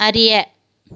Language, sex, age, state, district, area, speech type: Tamil, female, 45-60, Tamil Nadu, Krishnagiri, rural, read